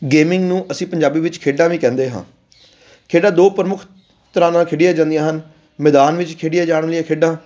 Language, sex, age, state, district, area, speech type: Punjabi, male, 30-45, Punjab, Fatehgarh Sahib, urban, spontaneous